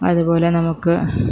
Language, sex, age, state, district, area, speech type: Malayalam, female, 30-45, Kerala, Malappuram, urban, spontaneous